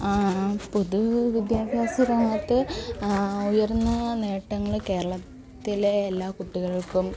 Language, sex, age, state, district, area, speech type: Malayalam, female, 18-30, Kerala, Kollam, urban, spontaneous